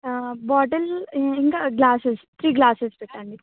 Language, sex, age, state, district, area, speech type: Telugu, female, 18-30, Telangana, Ranga Reddy, urban, conversation